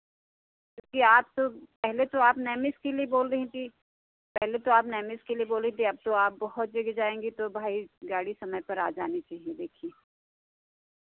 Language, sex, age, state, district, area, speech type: Hindi, female, 60+, Uttar Pradesh, Sitapur, rural, conversation